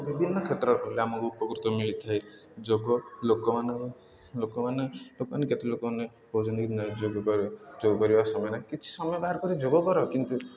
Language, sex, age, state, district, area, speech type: Odia, male, 18-30, Odisha, Ganjam, urban, spontaneous